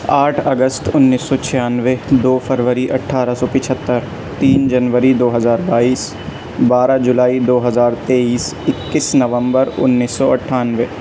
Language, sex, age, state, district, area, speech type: Urdu, male, 18-30, Delhi, North West Delhi, urban, spontaneous